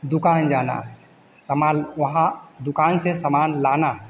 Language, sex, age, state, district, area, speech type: Hindi, male, 30-45, Bihar, Vaishali, urban, spontaneous